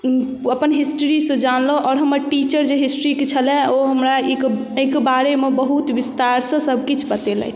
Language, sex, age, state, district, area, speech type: Maithili, female, 18-30, Bihar, Darbhanga, rural, spontaneous